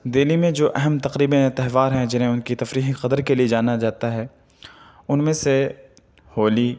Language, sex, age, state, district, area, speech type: Urdu, male, 18-30, Delhi, Central Delhi, rural, spontaneous